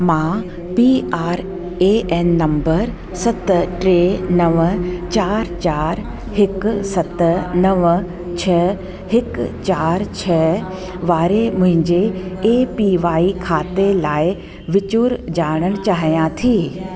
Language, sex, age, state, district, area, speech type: Sindhi, female, 45-60, Delhi, South Delhi, urban, read